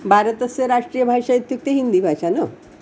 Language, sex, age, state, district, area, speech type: Sanskrit, female, 60+, Maharashtra, Nagpur, urban, spontaneous